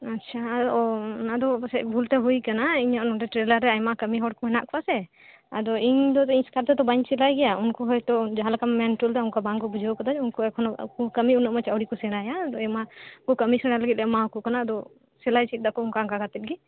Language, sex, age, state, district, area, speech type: Santali, female, 30-45, West Bengal, Birbhum, rural, conversation